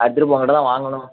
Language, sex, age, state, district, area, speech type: Tamil, male, 18-30, Tamil Nadu, Thoothukudi, rural, conversation